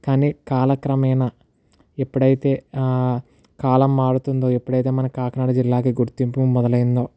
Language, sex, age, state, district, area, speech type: Telugu, male, 18-30, Andhra Pradesh, Kakinada, urban, spontaneous